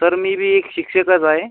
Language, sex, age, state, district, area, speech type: Marathi, male, 18-30, Maharashtra, Washim, rural, conversation